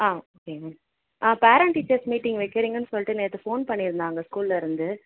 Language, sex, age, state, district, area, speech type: Tamil, female, 18-30, Tamil Nadu, Vellore, urban, conversation